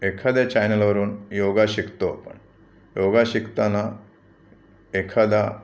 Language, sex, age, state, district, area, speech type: Marathi, male, 45-60, Maharashtra, Raigad, rural, spontaneous